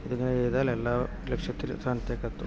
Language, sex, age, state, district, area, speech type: Malayalam, male, 45-60, Kerala, Kasaragod, rural, spontaneous